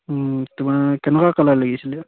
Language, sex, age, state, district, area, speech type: Assamese, male, 18-30, Assam, Charaideo, rural, conversation